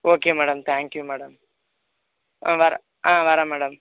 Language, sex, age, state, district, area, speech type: Tamil, male, 18-30, Tamil Nadu, Tiruvallur, rural, conversation